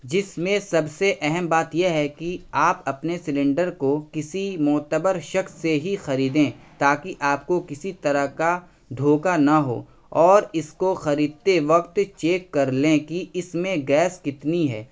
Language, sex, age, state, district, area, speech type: Urdu, male, 30-45, Bihar, Araria, rural, spontaneous